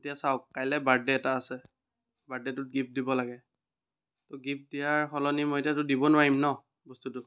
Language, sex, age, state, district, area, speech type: Assamese, male, 30-45, Assam, Biswanath, rural, spontaneous